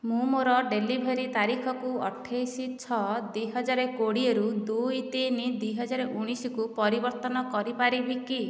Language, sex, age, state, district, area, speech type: Odia, female, 30-45, Odisha, Nayagarh, rural, read